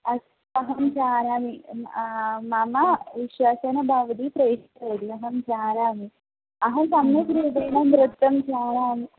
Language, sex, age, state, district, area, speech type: Sanskrit, female, 18-30, Kerala, Malappuram, urban, conversation